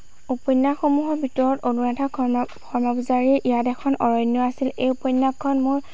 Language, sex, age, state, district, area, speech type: Assamese, female, 18-30, Assam, Lakhimpur, rural, spontaneous